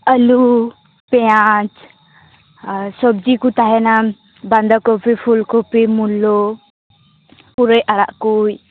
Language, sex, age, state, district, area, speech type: Santali, female, 18-30, West Bengal, Purba Bardhaman, rural, conversation